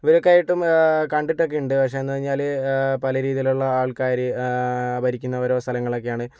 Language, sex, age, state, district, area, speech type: Malayalam, male, 18-30, Kerala, Kozhikode, urban, spontaneous